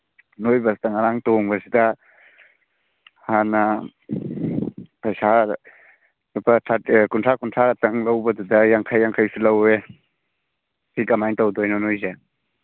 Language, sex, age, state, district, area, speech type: Manipuri, male, 18-30, Manipur, Churachandpur, rural, conversation